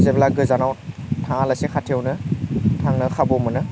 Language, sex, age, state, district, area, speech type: Bodo, male, 18-30, Assam, Udalguri, rural, spontaneous